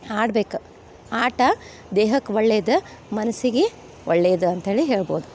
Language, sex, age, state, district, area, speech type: Kannada, female, 30-45, Karnataka, Dharwad, urban, spontaneous